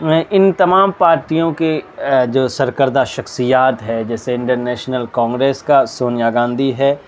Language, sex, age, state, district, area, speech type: Urdu, male, 18-30, Delhi, South Delhi, urban, spontaneous